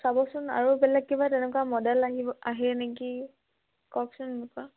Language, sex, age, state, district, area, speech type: Assamese, female, 18-30, Assam, Nagaon, rural, conversation